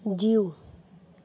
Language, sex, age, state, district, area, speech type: Sindhi, female, 30-45, Gujarat, Surat, urban, read